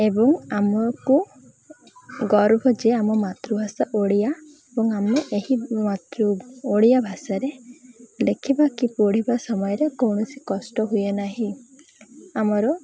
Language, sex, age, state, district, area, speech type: Odia, female, 18-30, Odisha, Malkangiri, urban, spontaneous